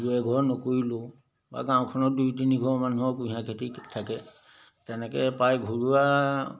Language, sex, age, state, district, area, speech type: Assamese, male, 60+, Assam, Majuli, urban, spontaneous